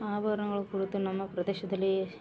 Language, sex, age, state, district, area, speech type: Kannada, female, 18-30, Karnataka, Vijayanagara, rural, spontaneous